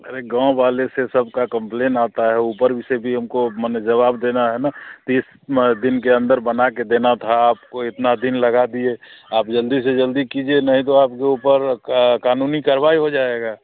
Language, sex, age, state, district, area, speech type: Hindi, male, 45-60, Bihar, Muzaffarpur, rural, conversation